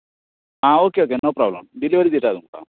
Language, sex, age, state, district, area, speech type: Goan Konkani, male, 60+, Goa, Bardez, rural, conversation